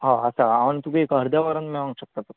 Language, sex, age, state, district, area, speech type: Goan Konkani, male, 18-30, Goa, Bardez, urban, conversation